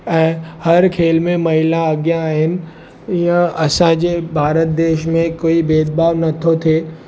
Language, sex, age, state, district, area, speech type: Sindhi, male, 18-30, Maharashtra, Mumbai Suburban, urban, spontaneous